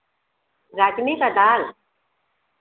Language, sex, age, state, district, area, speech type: Hindi, female, 45-60, Uttar Pradesh, Varanasi, urban, conversation